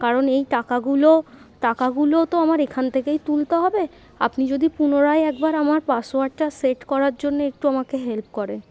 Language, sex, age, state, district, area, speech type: Bengali, female, 18-30, West Bengal, Darjeeling, urban, spontaneous